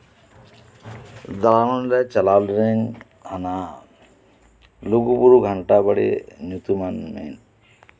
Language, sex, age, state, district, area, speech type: Santali, male, 45-60, West Bengal, Birbhum, rural, spontaneous